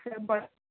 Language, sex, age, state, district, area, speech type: Goan Konkani, female, 18-30, Goa, Quepem, rural, conversation